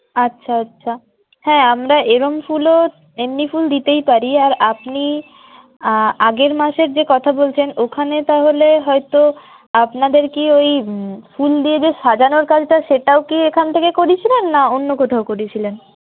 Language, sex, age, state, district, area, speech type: Bengali, female, 60+, West Bengal, Purulia, urban, conversation